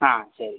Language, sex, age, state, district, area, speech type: Tamil, male, 18-30, Tamil Nadu, Pudukkottai, rural, conversation